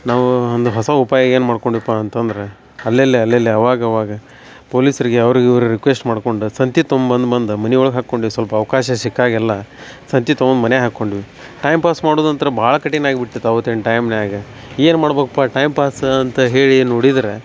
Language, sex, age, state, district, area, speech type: Kannada, male, 30-45, Karnataka, Dharwad, rural, spontaneous